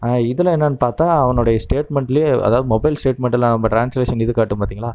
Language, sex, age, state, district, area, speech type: Tamil, male, 30-45, Tamil Nadu, Namakkal, rural, spontaneous